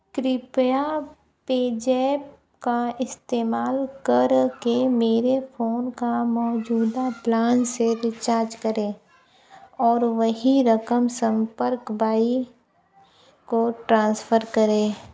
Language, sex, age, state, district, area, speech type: Hindi, female, 30-45, Uttar Pradesh, Sonbhadra, rural, read